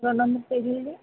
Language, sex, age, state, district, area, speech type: Telugu, female, 45-60, Andhra Pradesh, N T Rama Rao, urban, conversation